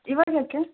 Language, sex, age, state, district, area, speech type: Kannada, female, 18-30, Karnataka, Bidar, urban, conversation